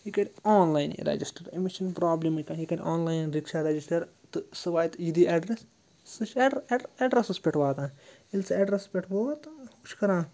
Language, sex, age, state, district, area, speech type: Kashmiri, male, 30-45, Jammu and Kashmir, Srinagar, urban, spontaneous